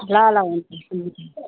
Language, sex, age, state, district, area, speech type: Nepali, female, 45-60, West Bengal, Alipurduar, rural, conversation